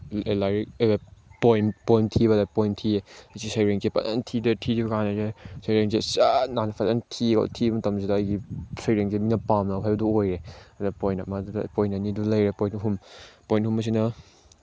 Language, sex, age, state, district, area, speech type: Manipuri, male, 18-30, Manipur, Chandel, rural, spontaneous